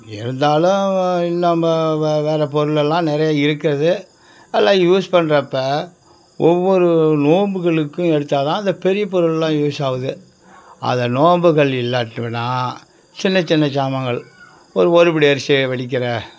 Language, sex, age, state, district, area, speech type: Tamil, male, 60+, Tamil Nadu, Kallakurichi, urban, spontaneous